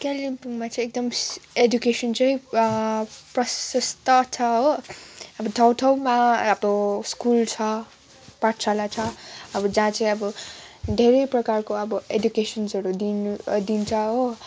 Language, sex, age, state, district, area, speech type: Nepali, female, 18-30, West Bengal, Kalimpong, rural, spontaneous